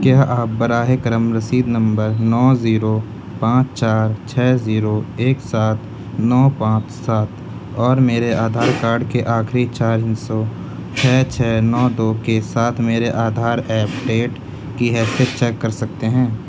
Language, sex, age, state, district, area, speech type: Urdu, male, 18-30, Uttar Pradesh, Siddharthnagar, rural, read